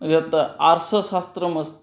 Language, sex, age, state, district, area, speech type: Sanskrit, male, 30-45, West Bengal, Purba Medinipur, rural, spontaneous